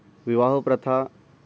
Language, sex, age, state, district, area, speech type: Marathi, male, 30-45, Maharashtra, Ratnagiri, rural, spontaneous